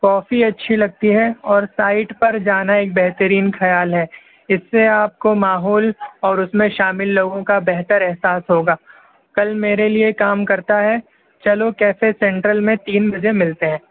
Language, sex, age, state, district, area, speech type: Urdu, male, 60+, Maharashtra, Nashik, urban, conversation